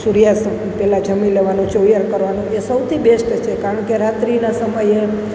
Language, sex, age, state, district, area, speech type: Gujarati, female, 45-60, Gujarat, Junagadh, rural, spontaneous